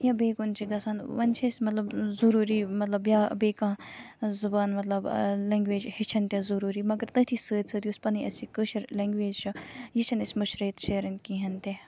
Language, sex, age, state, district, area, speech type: Kashmiri, female, 18-30, Jammu and Kashmir, Kupwara, rural, spontaneous